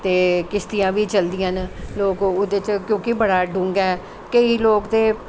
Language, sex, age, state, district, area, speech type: Dogri, female, 60+, Jammu and Kashmir, Jammu, urban, spontaneous